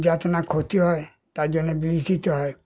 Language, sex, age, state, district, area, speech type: Bengali, male, 60+, West Bengal, Darjeeling, rural, spontaneous